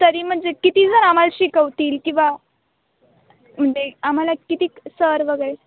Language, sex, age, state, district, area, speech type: Marathi, female, 18-30, Maharashtra, Nashik, urban, conversation